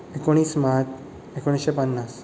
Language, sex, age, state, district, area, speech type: Goan Konkani, male, 18-30, Goa, Bardez, urban, spontaneous